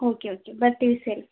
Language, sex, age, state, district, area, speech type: Kannada, female, 18-30, Karnataka, Chamarajanagar, rural, conversation